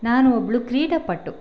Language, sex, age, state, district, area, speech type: Kannada, female, 30-45, Karnataka, Chitradurga, rural, spontaneous